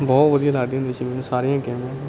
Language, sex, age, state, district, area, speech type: Punjabi, male, 30-45, Punjab, Bathinda, urban, spontaneous